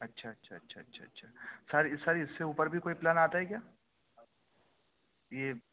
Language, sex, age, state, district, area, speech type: Urdu, male, 18-30, Uttar Pradesh, Saharanpur, urban, conversation